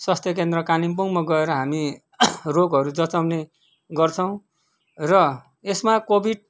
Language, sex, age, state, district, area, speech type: Nepali, male, 45-60, West Bengal, Kalimpong, rural, spontaneous